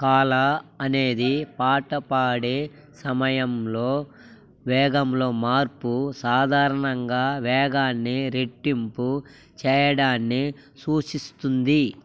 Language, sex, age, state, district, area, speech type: Telugu, male, 45-60, Andhra Pradesh, Sri Balaji, urban, read